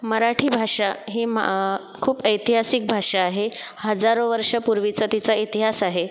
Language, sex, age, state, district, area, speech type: Marathi, female, 30-45, Maharashtra, Buldhana, urban, spontaneous